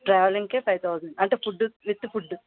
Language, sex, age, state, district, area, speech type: Telugu, female, 60+, Andhra Pradesh, Vizianagaram, rural, conversation